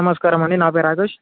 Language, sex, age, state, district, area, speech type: Telugu, male, 18-30, Telangana, Bhadradri Kothagudem, urban, conversation